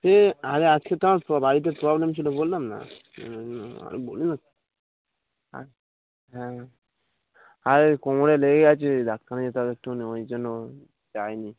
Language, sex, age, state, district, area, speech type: Bengali, male, 18-30, West Bengal, Dakshin Dinajpur, urban, conversation